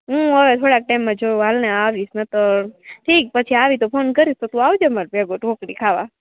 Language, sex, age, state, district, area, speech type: Gujarati, female, 18-30, Gujarat, Rajkot, rural, conversation